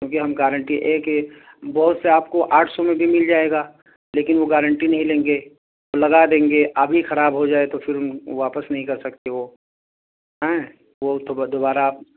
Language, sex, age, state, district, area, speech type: Urdu, male, 18-30, Uttar Pradesh, Siddharthnagar, rural, conversation